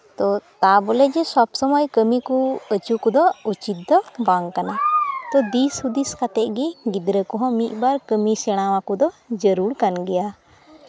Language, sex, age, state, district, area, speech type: Santali, female, 18-30, West Bengal, Malda, rural, spontaneous